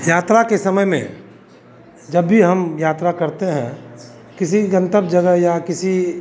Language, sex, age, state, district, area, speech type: Hindi, male, 45-60, Bihar, Madhepura, rural, spontaneous